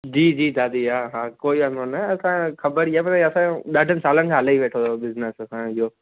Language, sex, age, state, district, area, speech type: Sindhi, male, 18-30, Gujarat, Kutch, rural, conversation